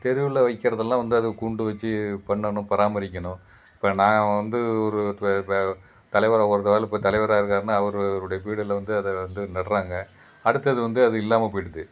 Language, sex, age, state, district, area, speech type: Tamil, male, 60+, Tamil Nadu, Thanjavur, rural, spontaneous